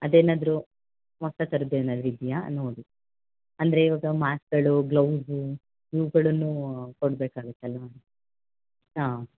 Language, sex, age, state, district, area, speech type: Kannada, female, 45-60, Karnataka, Hassan, urban, conversation